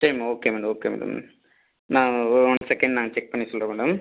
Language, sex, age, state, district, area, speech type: Tamil, male, 30-45, Tamil Nadu, Viluppuram, rural, conversation